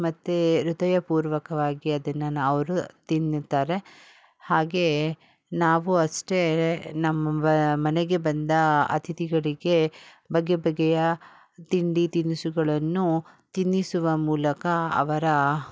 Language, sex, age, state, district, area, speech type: Kannada, female, 60+, Karnataka, Bangalore Urban, rural, spontaneous